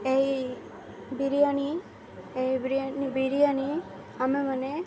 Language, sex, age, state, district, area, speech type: Odia, female, 18-30, Odisha, Malkangiri, urban, spontaneous